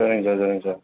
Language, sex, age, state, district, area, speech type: Tamil, male, 45-60, Tamil Nadu, Tiruchirappalli, rural, conversation